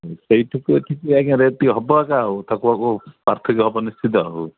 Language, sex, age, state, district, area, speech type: Odia, male, 60+, Odisha, Gajapati, rural, conversation